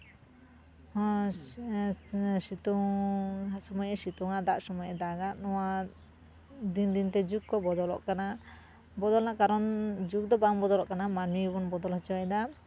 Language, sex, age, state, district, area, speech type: Santali, female, 30-45, West Bengal, Jhargram, rural, spontaneous